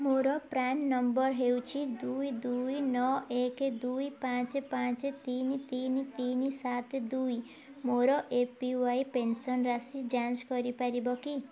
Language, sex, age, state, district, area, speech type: Odia, female, 18-30, Odisha, Kendujhar, urban, read